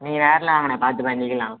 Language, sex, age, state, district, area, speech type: Tamil, male, 18-30, Tamil Nadu, Thoothukudi, rural, conversation